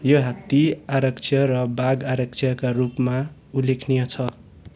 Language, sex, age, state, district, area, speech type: Nepali, male, 18-30, West Bengal, Darjeeling, rural, read